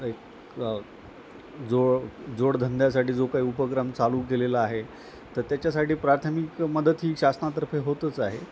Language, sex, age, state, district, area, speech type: Marathi, male, 45-60, Maharashtra, Nanded, rural, spontaneous